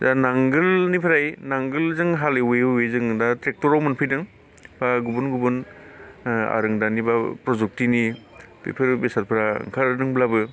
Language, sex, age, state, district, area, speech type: Bodo, male, 45-60, Assam, Baksa, urban, spontaneous